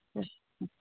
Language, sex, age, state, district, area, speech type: Kannada, female, 18-30, Karnataka, Hassan, rural, conversation